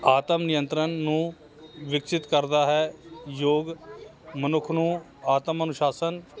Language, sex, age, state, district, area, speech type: Punjabi, male, 30-45, Punjab, Hoshiarpur, urban, spontaneous